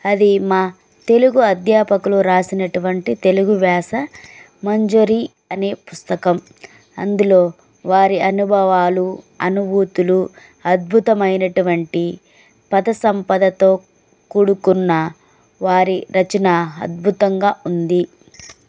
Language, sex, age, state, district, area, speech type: Telugu, female, 30-45, Andhra Pradesh, Kadapa, rural, spontaneous